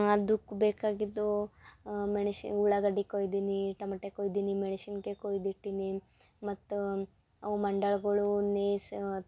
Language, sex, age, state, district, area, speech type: Kannada, female, 18-30, Karnataka, Gulbarga, urban, spontaneous